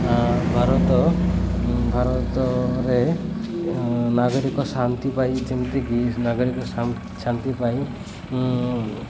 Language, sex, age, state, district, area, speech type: Odia, male, 30-45, Odisha, Malkangiri, urban, spontaneous